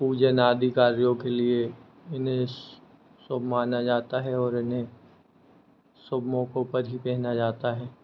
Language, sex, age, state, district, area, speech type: Hindi, male, 30-45, Madhya Pradesh, Hoshangabad, rural, spontaneous